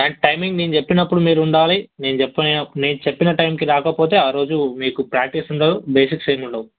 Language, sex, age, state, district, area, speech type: Telugu, male, 18-30, Telangana, Yadadri Bhuvanagiri, urban, conversation